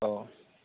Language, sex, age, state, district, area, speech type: Bodo, male, 60+, Assam, Kokrajhar, rural, conversation